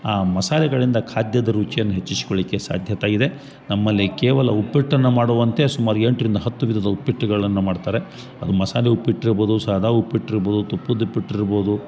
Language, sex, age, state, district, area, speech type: Kannada, male, 45-60, Karnataka, Gadag, rural, spontaneous